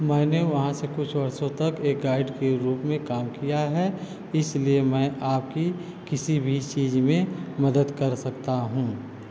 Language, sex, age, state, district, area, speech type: Hindi, male, 45-60, Uttar Pradesh, Azamgarh, rural, read